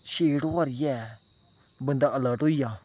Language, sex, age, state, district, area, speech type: Dogri, male, 18-30, Jammu and Kashmir, Kathua, rural, spontaneous